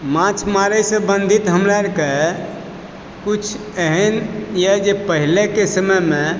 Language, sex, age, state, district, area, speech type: Maithili, male, 45-60, Bihar, Supaul, rural, spontaneous